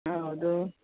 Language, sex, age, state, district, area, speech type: Kannada, female, 60+, Karnataka, Udupi, rural, conversation